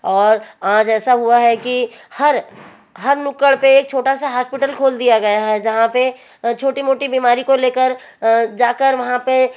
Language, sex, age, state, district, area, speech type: Hindi, female, 45-60, Madhya Pradesh, Betul, urban, spontaneous